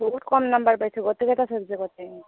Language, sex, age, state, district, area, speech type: Assamese, female, 18-30, Assam, Barpeta, rural, conversation